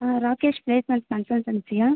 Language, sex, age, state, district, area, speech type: Tamil, female, 18-30, Tamil Nadu, Viluppuram, rural, conversation